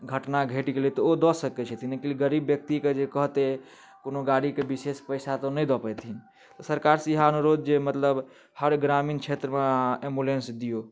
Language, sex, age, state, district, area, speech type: Maithili, male, 18-30, Bihar, Darbhanga, rural, spontaneous